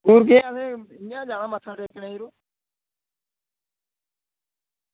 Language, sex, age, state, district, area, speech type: Dogri, male, 30-45, Jammu and Kashmir, Reasi, rural, conversation